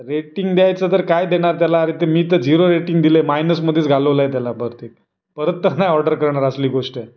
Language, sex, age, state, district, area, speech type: Marathi, male, 30-45, Maharashtra, Raigad, rural, spontaneous